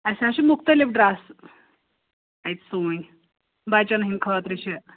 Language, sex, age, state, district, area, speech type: Kashmiri, female, 30-45, Jammu and Kashmir, Anantnag, rural, conversation